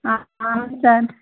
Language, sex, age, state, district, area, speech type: Telugu, female, 30-45, Andhra Pradesh, Vizianagaram, rural, conversation